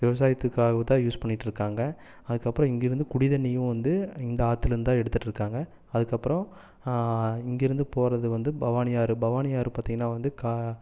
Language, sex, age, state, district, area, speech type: Tamil, male, 30-45, Tamil Nadu, Erode, rural, spontaneous